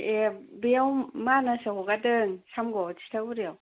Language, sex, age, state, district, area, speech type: Bodo, female, 18-30, Assam, Kokrajhar, rural, conversation